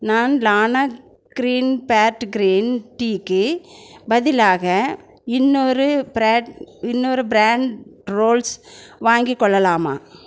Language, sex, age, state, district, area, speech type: Tamil, female, 60+, Tamil Nadu, Erode, rural, read